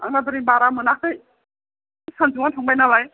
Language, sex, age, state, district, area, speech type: Bodo, female, 45-60, Assam, Chirang, urban, conversation